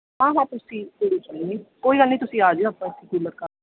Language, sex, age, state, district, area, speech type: Punjabi, female, 30-45, Punjab, Mansa, urban, conversation